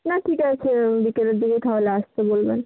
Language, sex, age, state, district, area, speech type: Bengali, female, 30-45, West Bengal, Bankura, urban, conversation